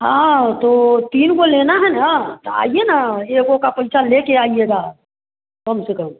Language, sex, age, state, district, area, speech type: Hindi, female, 45-60, Bihar, Samastipur, rural, conversation